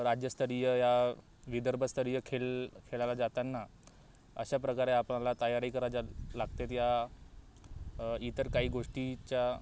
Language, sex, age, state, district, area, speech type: Marathi, male, 18-30, Maharashtra, Wardha, urban, spontaneous